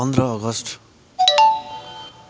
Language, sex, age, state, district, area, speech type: Nepali, male, 45-60, West Bengal, Kalimpong, rural, spontaneous